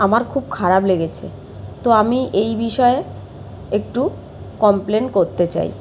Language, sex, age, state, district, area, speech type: Bengali, female, 30-45, West Bengal, Jhargram, rural, spontaneous